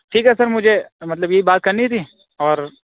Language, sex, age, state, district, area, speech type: Urdu, male, 18-30, Uttar Pradesh, Saharanpur, urban, conversation